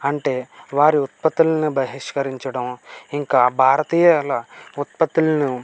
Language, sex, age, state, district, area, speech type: Telugu, male, 18-30, Andhra Pradesh, Kakinada, rural, spontaneous